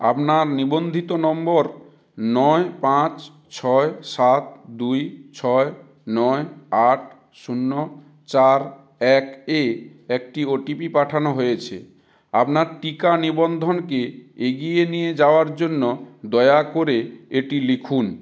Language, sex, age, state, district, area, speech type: Bengali, male, 60+, West Bengal, South 24 Parganas, rural, read